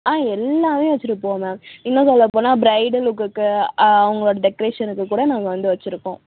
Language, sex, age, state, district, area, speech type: Tamil, female, 45-60, Tamil Nadu, Tiruvarur, rural, conversation